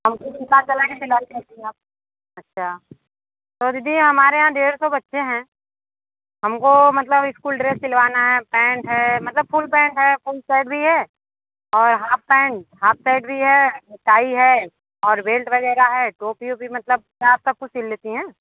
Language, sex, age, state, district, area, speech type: Hindi, female, 45-60, Uttar Pradesh, Mirzapur, rural, conversation